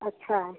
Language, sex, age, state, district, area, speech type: Hindi, female, 45-60, Bihar, Madhepura, rural, conversation